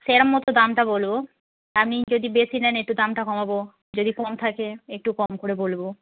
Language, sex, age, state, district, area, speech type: Bengali, female, 30-45, West Bengal, Darjeeling, rural, conversation